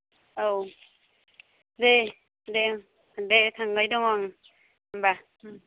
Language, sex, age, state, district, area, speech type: Bodo, female, 30-45, Assam, Baksa, rural, conversation